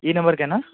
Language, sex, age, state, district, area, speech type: Telugu, male, 18-30, Andhra Pradesh, Srikakulam, urban, conversation